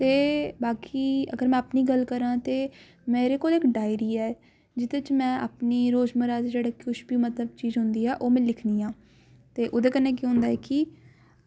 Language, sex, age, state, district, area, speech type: Dogri, female, 18-30, Jammu and Kashmir, Samba, urban, spontaneous